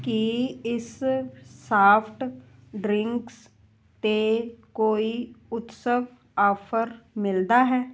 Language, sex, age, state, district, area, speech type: Punjabi, female, 30-45, Punjab, Muktsar, urban, read